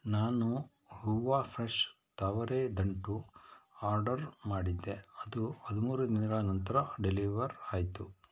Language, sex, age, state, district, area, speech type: Kannada, male, 45-60, Karnataka, Bangalore Rural, rural, read